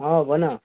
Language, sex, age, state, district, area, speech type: Nepali, male, 18-30, West Bengal, Jalpaiguri, rural, conversation